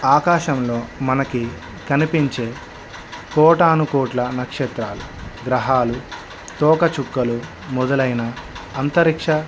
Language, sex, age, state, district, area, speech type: Telugu, male, 18-30, Andhra Pradesh, Krishna, urban, spontaneous